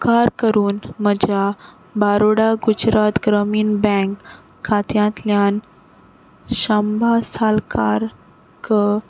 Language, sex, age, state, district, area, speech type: Goan Konkani, female, 18-30, Goa, Salcete, rural, read